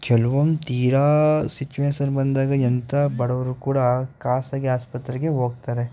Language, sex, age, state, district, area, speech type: Kannada, male, 18-30, Karnataka, Mysore, rural, spontaneous